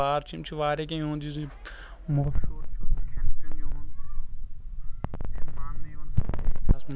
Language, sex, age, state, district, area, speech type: Kashmiri, male, 18-30, Jammu and Kashmir, Kulgam, rural, spontaneous